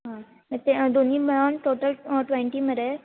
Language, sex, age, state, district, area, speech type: Goan Konkani, female, 18-30, Goa, Quepem, rural, conversation